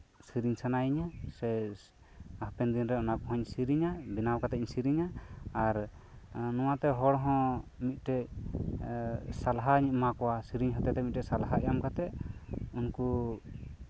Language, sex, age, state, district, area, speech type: Santali, male, 30-45, West Bengal, Birbhum, rural, spontaneous